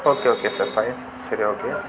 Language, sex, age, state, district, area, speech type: Tamil, male, 18-30, Tamil Nadu, Tiruvannamalai, rural, spontaneous